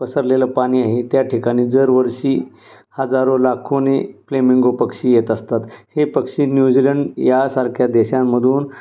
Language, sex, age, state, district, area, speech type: Marathi, male, 30-45, Maharashtra, Pune, urban, spontaneous